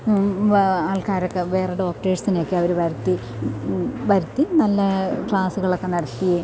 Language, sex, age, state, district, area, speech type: Malayalam, female, 45-60, Kerala, Thiruvananthapuram, rural, spontaneous